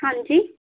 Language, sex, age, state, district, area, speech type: Punjabi, female, 18-30, Punjab, Patiala, urban, conversation